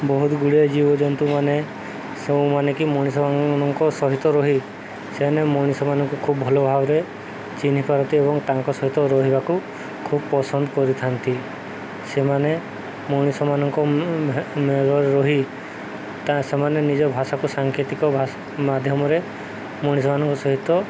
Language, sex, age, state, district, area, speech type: Odia, male, 30-45, Odisha, Subarnapur, urban, spontaneous